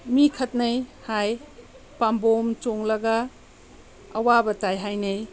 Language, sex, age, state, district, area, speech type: Manipuri, female, 45-60, Manipur, Tengnoupal, urban, spontaneous